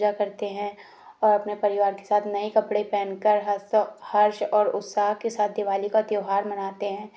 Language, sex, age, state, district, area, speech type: Hindi, female, 18-30, Madhya Pradesh, Gwalior, urban, spontaneous